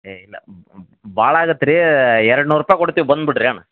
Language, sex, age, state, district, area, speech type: Kannada, male, 18-30, Karnataka, Koppal, rural, conversation